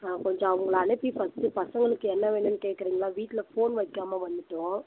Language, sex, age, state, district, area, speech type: Tamil, female, 30-45, Tamil Nadu, Tiruvannamalai, rural, conversation